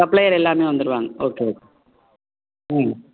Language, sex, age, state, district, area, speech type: Tamil, male, 45-60, Tamil Nadu, Thanjavur, rural, conversation